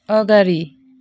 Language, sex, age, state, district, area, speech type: Nepali, female, 30-45, West Bengal, Jalpaiguri, rural, read